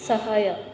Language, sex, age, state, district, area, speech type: Kannada, female, 18-30, Karnataka, Mysore, urban, read